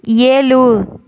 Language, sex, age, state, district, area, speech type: Tamil, female, 30-45, Tamil Nadu, Mayiladuthurai, urban, read